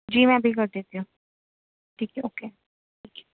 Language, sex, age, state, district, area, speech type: Urdu, female, 30-45, Delhi, Central Delhi, urban, conversation